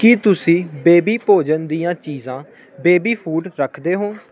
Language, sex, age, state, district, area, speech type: Punjabi, male, 18-30, Punjab, Ludhiana, urban, read